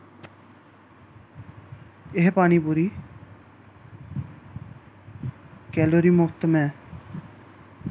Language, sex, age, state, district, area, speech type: Dogri, male, 18-30, Jammu and Kashmir, Samba, rural, read